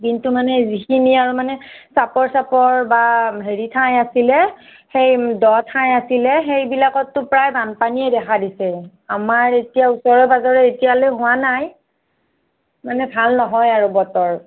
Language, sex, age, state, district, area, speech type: Assamese, female, 45-60, Assam, Nagaon, rural, conversation